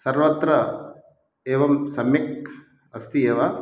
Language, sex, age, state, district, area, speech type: Sanskrit, male, 30-45, Telangana, Hyderabad, urban, spontaneous